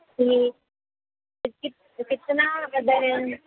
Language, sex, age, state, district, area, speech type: Sanskrit, female, 18-30, Kerala, Kozhikode, rural, conversation